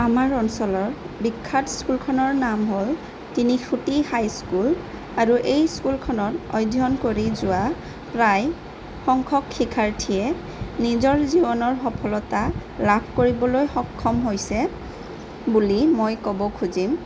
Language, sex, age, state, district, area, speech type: Assamese, female, 18-30, Assam, Sonitpur, rural, spontaneous